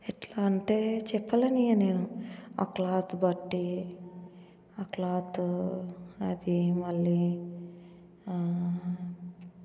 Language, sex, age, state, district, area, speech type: Telugu, female, 18-30, Telangana, Ranga Reddy, urban, spontaneous